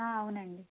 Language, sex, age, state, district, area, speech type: Telugu, female, 18-30, Andhra Pradesh, Guntur, urban, conversation